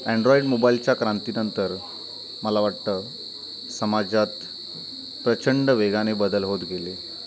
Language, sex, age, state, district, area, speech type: Marathi, male, 30-45, Maharashtra, Ratnagiri, rural, spontaneous